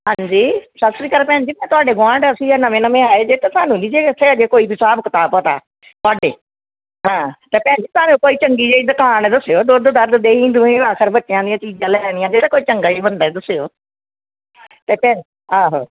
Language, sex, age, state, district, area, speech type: Punjabi, female, 60+, Punjab, Gurdaspur, urban, conversation